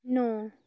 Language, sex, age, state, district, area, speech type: Punjabi, female, 18-30, Punjab, Gurdaspur, urban, read